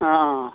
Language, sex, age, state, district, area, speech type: Assamese, male, 45-60, Assam, Barpeta, rural, conversation